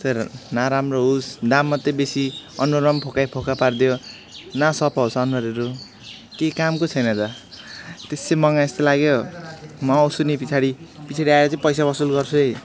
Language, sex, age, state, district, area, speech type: Nepali, male, 18-30, West Bengal, Alipurduar, urban, spontaneous